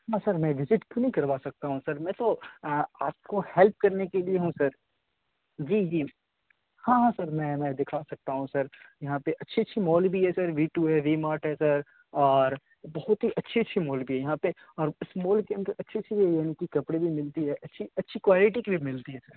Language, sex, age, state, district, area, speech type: Urdu, male, 18-30, Bihar, Khagaria, rural, conversation